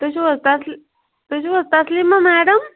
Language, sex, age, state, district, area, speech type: Kashmiri, female, 30-45, Jammu and Kashmir, Bandipora, rural, conversation